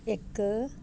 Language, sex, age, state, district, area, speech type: Punjabi, female, 60+, Punjab, Muktsar, urban, read